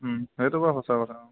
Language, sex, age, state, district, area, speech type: Assamese, male, 18-30, Assam, Dhemaji, rural, conversation